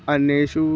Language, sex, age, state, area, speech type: Sanskrit, male, 18-30, Chhattisgarh, urban, spontaneous